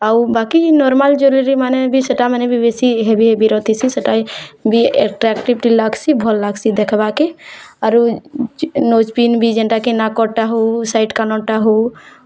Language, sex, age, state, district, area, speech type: Odia, female, 18-30, Odisha, Bargarh, rural, spontaneous